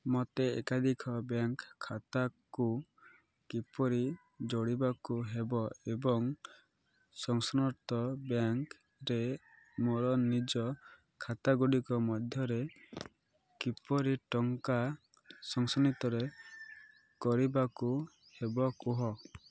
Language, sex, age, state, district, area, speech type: Odia, male, 18-30, Odisha, Malkangiri, urban, read